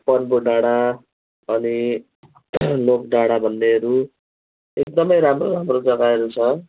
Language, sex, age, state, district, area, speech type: Nepali, male, 45-60, West Bengal, Kalimpong, rural, conversation